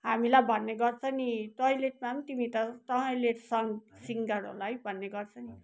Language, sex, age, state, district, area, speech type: Nepali, female, 60+, West Bengal, Kalimpong, rural, spontaneous